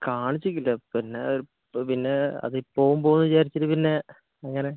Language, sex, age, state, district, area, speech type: Malayalam, male, 18-30, Kerala, Kozhikode, urban, conversation